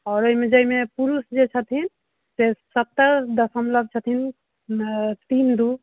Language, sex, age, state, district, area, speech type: Maithili, female, 45-60, Bihar, Sitamarhi, urban, conversation